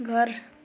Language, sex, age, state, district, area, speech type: Hindi, female, 18-30, Uttar Pradesh, Ghazipur, urban, read